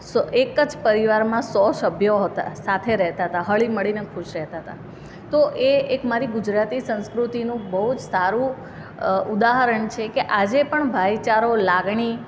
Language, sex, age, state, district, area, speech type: Gujarati, female, 30-45, Gujarat, Surat, urban, spontaneous